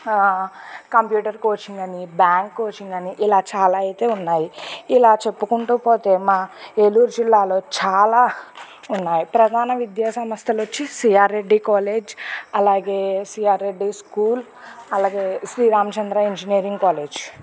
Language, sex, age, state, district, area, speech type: Telugu, female, 30-45, Andhra Pradesh, Eluru, rural, spontaneous